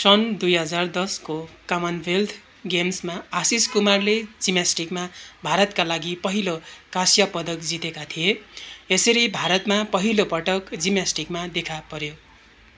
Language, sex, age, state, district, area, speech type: Nepali, male, 30-45, West Bengal, Darjeeling, rural, read